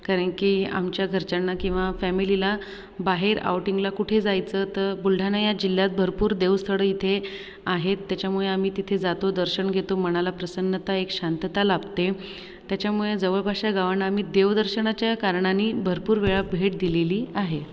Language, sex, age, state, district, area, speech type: Marathi, female, 18-30, Maharashtra, Buldhana, rural, spontaneous